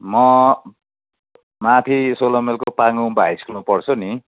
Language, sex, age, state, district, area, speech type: Nepali, male, 60+, West Bengal, Kalimpong, rural, conversation